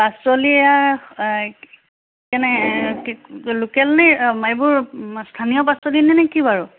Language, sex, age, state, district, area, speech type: Assamese, female, 45-60, Assam, Sivasagar, rural, conversation